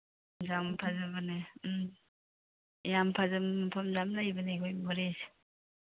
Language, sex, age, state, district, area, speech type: Manipuri, female, 45-60, Manipur, Churachandpur, urban, conversation